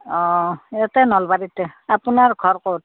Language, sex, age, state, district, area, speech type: Assamese, female, 45-60, Assam, Udalguri, rural, conversation